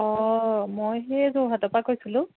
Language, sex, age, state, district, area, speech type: Assamese, female, 30-45, Assam, Jorhat, urban, conversation